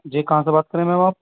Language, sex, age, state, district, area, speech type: Urdu, male, 30-45, Uttar Pradesh, Muzaffarnagar, urban, conversation